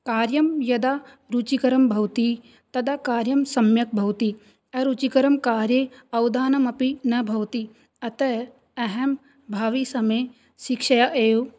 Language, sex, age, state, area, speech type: Sanskrit, female, 18-30, Rajasthan, rural, spontaneous